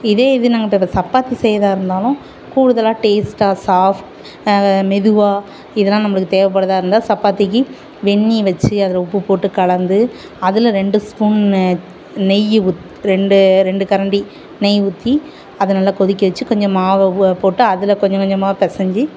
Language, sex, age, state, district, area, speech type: Tamil, female, 30-45, Tamil Nadu, Thoothukudi, urban, spontaneous